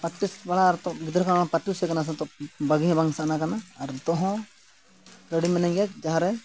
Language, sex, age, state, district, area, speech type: Santali, male, 45-60, Odisha, Mayurbhanj, rural, spontaneous